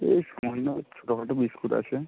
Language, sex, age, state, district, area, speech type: Bengali, male, 18-30, West Bengal, Paschim Medinipur, rural, conversation